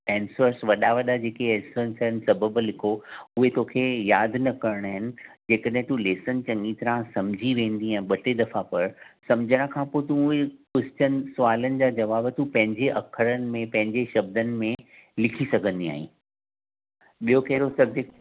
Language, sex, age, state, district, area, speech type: Sindhi, male, 60+, Maharashtra, Mumbai Suburban, urban, conversation